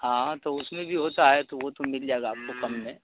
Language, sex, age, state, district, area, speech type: Urdu, male, 18-30, Uttar Pradesh, Gautam Buddha Nagar, urban, conversation